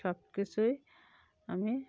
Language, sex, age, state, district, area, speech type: Bengali, female, 45-60, West Bengal, Cooch Behar, urban, spontaneous